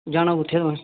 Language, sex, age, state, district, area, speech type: Dogri, male, 18-30, Jammu and Kashmir, Reasi, rural, conversation